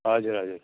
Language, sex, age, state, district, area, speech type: Nepali, male, 45-60, West Bengal, Jalpaiguri, urban, conversation